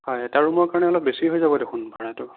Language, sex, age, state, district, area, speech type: Assamese, female, 18-30, Assam, Sonitpur, rural, conversation